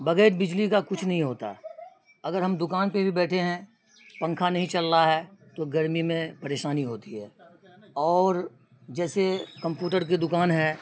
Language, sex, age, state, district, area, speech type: Urdu, male, 45-60, Bihar, Araria, rural, spontaneous